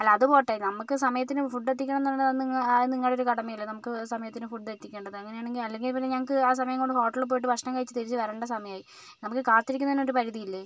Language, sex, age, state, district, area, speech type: Malayalam, female, 30-45, Kerala, Kozhikode, rural, spontaneous